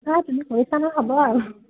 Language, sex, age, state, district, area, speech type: Assamese, female, 18-30, Assam, Jorhat, urban, conversation